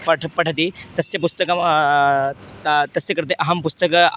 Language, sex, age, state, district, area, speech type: Sanskrit, male, 18-30, Madhya Pradesh, Chhindwara, urban, spontaneous